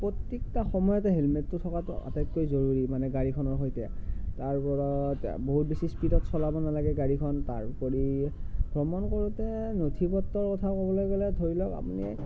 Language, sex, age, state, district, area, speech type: Assamese, male, 18-30, Assam, Morigaon, rural, spontaneous